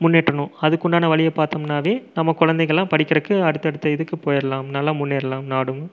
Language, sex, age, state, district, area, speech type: Tamil, male, 30-45, Tamil Nadu, Erode, rural, spontaneous